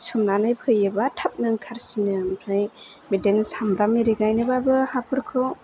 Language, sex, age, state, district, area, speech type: Bodo, female, 30-45, Assam, Chirang, urban, spontaneous